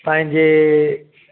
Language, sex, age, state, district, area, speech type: Sindhi, male, 45-60, Gujarat, Junagadh, rural, conversation